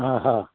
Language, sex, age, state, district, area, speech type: Sindhi, male, 60+, Delhi, South Delhi, rural, conversation